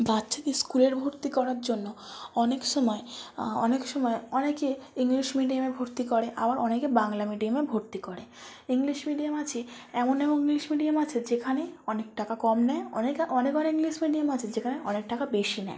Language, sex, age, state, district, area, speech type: Bengali, female, 18-30, West Bengal, South 24 Parganas, rural, spontaneous